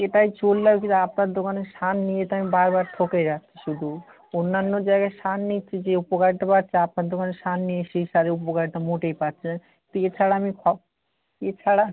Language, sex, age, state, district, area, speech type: Bengali, male, 18-30, West Bengal, South 24 Parganas, rural, conversation